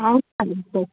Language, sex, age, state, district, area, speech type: Telugu, female, 30-45, Andhra Pradesh, Eluru, rural, conversation